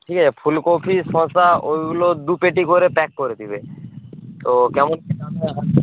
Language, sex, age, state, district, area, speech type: Bengali, male, 18-30, West Bengal, Bankura, rural, conversation